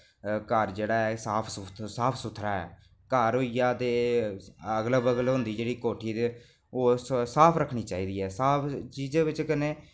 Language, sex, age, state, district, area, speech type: Dogri, male, 18-30, Jammu and Kashmir, Reasi, rural, spontaneous